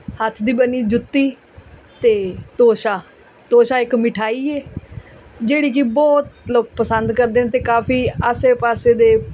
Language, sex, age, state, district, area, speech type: Punjabi, female, 45-60, Punjab, Fazilka, rural, spontaneous